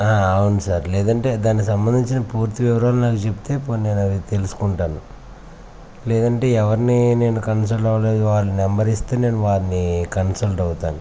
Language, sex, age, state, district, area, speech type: Telugu, male, 60+, Andhra Pradesh, West Godavari, rural, spontaneous